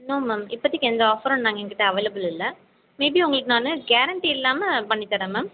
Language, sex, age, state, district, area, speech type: Tamil, female, 30-45, Tamil Nadu, Ranipet, rural, conversation